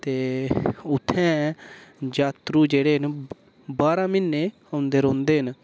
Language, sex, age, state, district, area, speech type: Dogri, male, 18-30, Jammu and Kashmir, Udhampur, rural, spontaneous